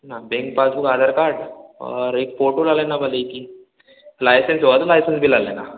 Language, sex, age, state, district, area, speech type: Hindi, male, 18-30, Madhya Pradesh, Balaghat, rural, conversation